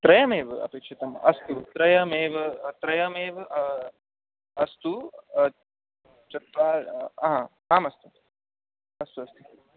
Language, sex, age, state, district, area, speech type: Sanskrit, male, 18-30, Delhi, East Delhi, urban, conversation